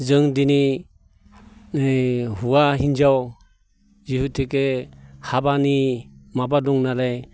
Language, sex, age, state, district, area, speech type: Bodo, male, 60+, Assam, Baksa, rural, spontaneous